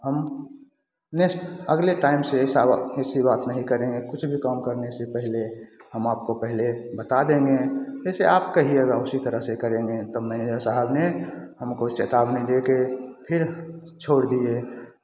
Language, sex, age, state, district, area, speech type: Hindi, male, 60+, Bihar, Begusarai, urban, spontaneous